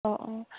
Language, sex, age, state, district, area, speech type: Assamese, female, 18-30, Assam, Dibrugarh, rural, conversation